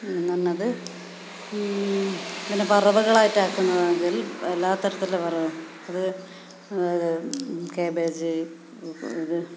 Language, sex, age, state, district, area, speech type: Malayalam, female, 45-60, Kerala, Kasaragod, rural, spontaneous